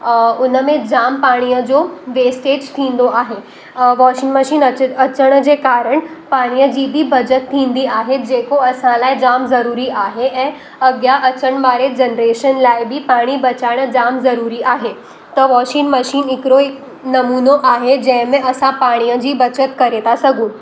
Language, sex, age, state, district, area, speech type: Sindhi, female, 18-30, Maharashtra, Mumbai Suburban, urban, spontaneous